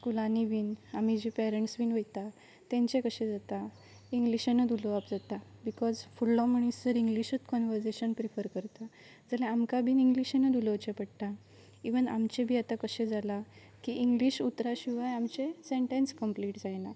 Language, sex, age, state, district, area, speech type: Goan Konkani, female, 18-30, Goa, Pernem, rural, spontaneous